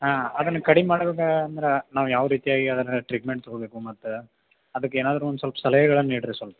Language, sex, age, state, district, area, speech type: Kannada, male, 30-45, Karnataka, Belgaum, rural, conversation